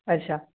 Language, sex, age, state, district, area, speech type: Sindhi, male, 18-30, Gujarat, Kutch, rural, conversation